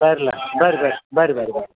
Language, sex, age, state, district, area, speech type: Kannada, male, 45-60, Karnataka, Dharwad, urban, conversation